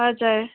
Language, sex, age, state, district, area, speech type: Nepali, female, 18-30, West Bengal, Kalimpong, rural, conversation